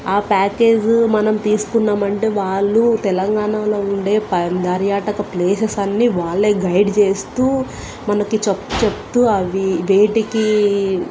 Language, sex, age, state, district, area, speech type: Telugu, female, 18-30, Telangana, Nalgonda, urban, spontaneous